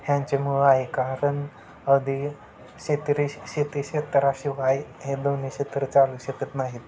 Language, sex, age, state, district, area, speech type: Marathi, male, 18-30, Maharashtra, Satara, urban, spontaneous